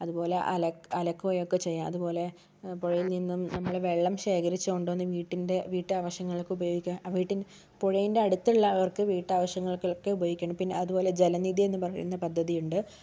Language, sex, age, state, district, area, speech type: Malayalam, female, 30-45, Kerala, Wayanad, rural, spontaneous